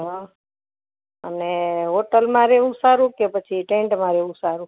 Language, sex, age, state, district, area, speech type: Gujarati, female, 45-60, Gujarat, Junagadh, rural, conversation